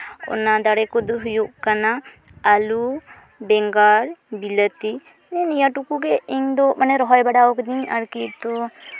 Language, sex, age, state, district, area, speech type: Santali, female, 18-30, West Bengal, Purulia, rural, spontaneous